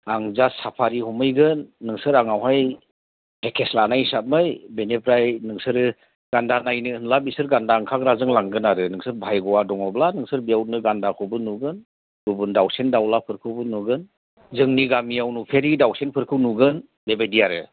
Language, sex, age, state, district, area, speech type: Bodo, male, 45-60, Assam, Chirang, rural, conversation